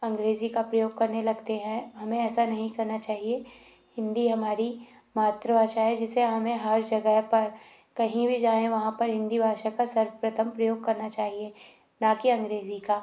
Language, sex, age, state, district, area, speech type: Hindi, female, 18-30, Madhya Pradesh, Gwalior, urban, spontaneous